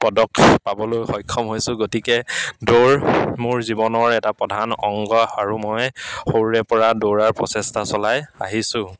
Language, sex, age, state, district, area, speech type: Assamese, male, 30-45, Assam, Dibrugarh, rural, spontaneous